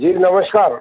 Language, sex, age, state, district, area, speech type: Hindi, male, 45-60, Madhya Pradesh, Ujjain, urban, conversation